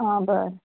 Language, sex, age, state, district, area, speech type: Goan Konkani, female, 18-30, Goa, Canacona, rural, conversation